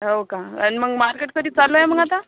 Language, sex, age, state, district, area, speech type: Marathi, female, 18-30, Maharashtra, Washim, rural, conversation